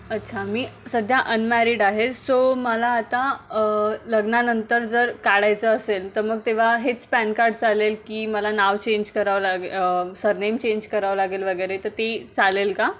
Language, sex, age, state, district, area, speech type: Marathi, female, 18-30, Maharashtra, Amravati, rural, spontaneous